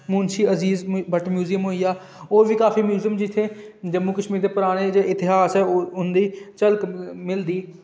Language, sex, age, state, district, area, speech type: Dogri, male, 18-30, Jammu and Kashmir, Udhampur, urban, spontaneous